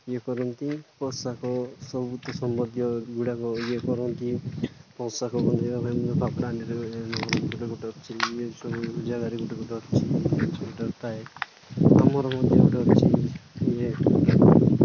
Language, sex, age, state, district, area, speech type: Odia, male, 30-45, Odisha, Nabarangpur, urban, spontaneous